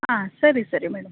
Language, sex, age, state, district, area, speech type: Kannada, female, 30-45, Karnataka, Mandya, urban, conversation